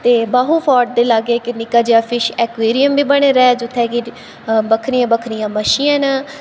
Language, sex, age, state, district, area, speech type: Dogri, female, 18-30, Jammu and Kashmir, Kathua, rural, spontaneous